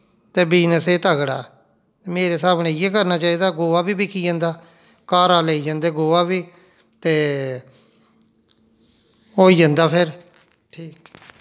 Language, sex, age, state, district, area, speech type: Dogri, male, 45-60, Jammu and Kashmir, Jammu, rural, spontaneous